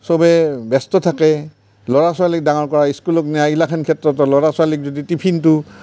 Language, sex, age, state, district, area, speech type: Assamese, male, 60+, Assam, Barpeta, rural, spontaneous